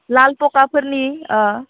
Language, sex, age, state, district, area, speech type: Bodo, female, 18-30, Assam, Udalguri, rural, conversation